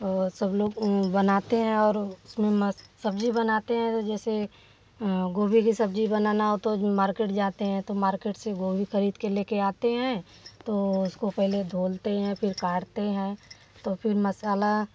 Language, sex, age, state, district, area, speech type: Hindi, female, 30-45, Uttar Pradesh, Varanasi, rural, spontaneous